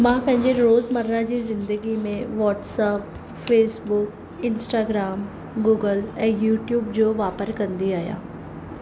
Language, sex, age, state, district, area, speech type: Sindhi, female, 45-60, Maharashtra, Mumbai Suburban, urban, spontaneous